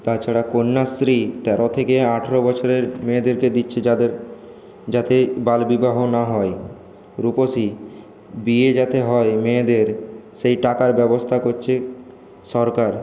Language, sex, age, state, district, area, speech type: Bengali, male, 18-30, West Bengal, Purulia, urban, spontaneous